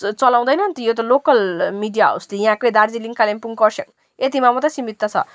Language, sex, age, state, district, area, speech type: Nepali, female, 18-30, West Bengal, Darjeeling, rural, spontaneous